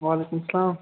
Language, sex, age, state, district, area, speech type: Kashmiri, male, 30-45, Jammu and Kashmir, Srinagar, urban, conversation